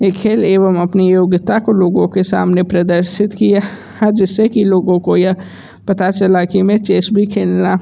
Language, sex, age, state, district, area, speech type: Hindi, male, 18-30, Uttar Pradesh, Sonbhadra, rural, spontaneous